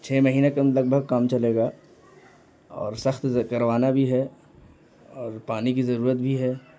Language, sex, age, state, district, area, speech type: Urdu, male, 18-30, Bihar, Gaya, urban, spontaneous